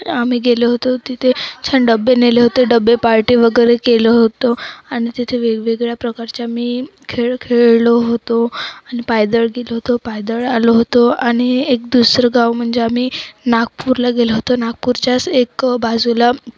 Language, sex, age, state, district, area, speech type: Marathi, female, 30-45, Maharashtra, Wardha, rural, spontaneous